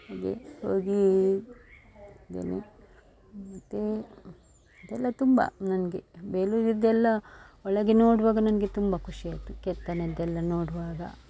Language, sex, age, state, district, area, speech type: Kannada, female, 45-60, Karnataka, Dakshina Kannada, rural, spontaneous